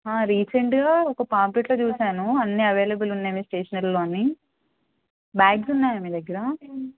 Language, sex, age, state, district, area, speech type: Telugu, female, 18-30, Telangana, Ranga Reddy, urban, conversation